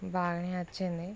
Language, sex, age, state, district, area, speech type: Telugu, female, 18-30, Andhra Pradesh, Visakhapatnam, urban, spontaneous